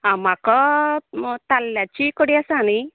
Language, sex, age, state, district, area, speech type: Goan Konkani, female, 30-45, Goa, Canacona, rural, conversation